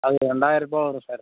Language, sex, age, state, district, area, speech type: Tamil, male, 18-30, Tamil Nadu, Dharmapuri, rural, conversation